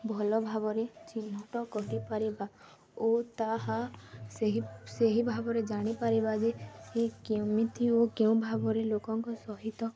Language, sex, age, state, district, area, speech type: Odia, female, 18-30, Odisha, Balangir, urban, spontaneous